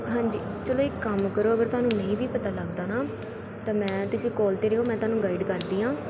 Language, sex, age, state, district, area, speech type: Punjabi, female, 18-30, Punjab, Pathankot, urban, spontaneous